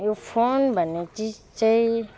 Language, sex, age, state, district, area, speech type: Nepali, female, 18-30, West Bengal, Alipurduar, urban, spontaneous